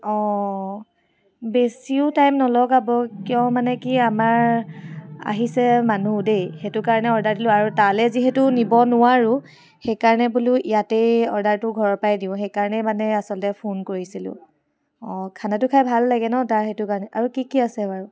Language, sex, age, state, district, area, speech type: Assamese, female, 30-45, Assam, Charaideo, urban, spontaneous